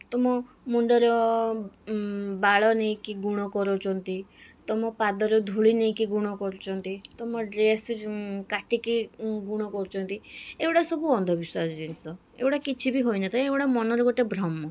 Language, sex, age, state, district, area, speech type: Odia, female, 18-30, Odisha, Balasore, rural, spontaneous